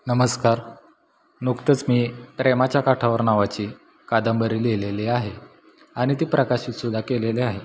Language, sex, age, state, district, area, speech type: Marathi, male, 18-30, Maharashtra, Satara, rural, spontaneous